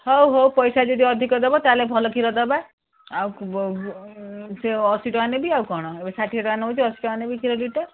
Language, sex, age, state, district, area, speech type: Odia, female, 60+, Odisha, Gajapati, rural, conversation